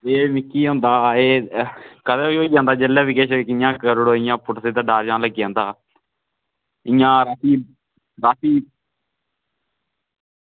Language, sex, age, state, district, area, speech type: Dogri, male, 30-45, Jammu and Kashmir, Udhampur, rural, conversation